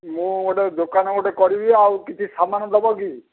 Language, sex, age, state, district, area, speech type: Odia, male, 60+, Odisha, Jharsuguda, rural, conversation